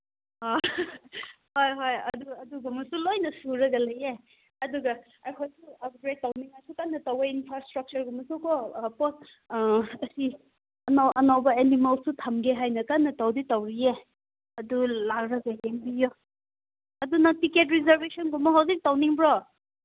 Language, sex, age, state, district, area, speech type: Manipuri, female, 18-30, Manipur, Kangpokpi, urban, conversation